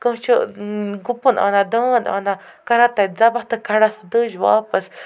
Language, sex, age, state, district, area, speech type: Kashmiri, female, 30-45, Jammu and Kashmir, Baramulla, rural, spontaneous